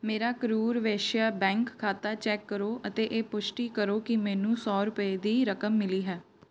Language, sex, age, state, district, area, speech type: Punjabi, female, 18-30, Punjab, Fatehgarh Sahib, rural, read